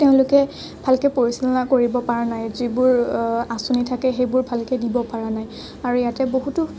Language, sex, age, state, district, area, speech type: Assamese, female, 18-30, Assam, Morigaon, rural, spontaneous